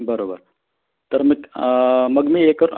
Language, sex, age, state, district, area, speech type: Marathi, male, 30-45, Maharashtra, Wardha, urban, conversation